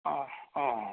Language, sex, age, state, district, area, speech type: Manipuri, male, 60+, Manipur, Imphal West, urban, conversation